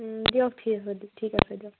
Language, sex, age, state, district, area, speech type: Assamese, female, 18-30, Assam, Lakhimpur, rural, conversation